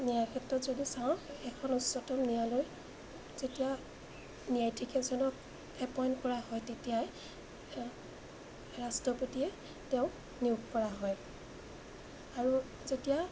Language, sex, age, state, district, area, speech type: Assamese, female, 18-30, Assam, Majuli, urban, spontaneous